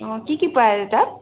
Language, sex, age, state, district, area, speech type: Assamese, female, 18-30, Assam, Tinsukia, urban, conversation